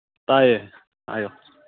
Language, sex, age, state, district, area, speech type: Manipuri, male, 30-45, Manipur, Churachandpur, rural, conversation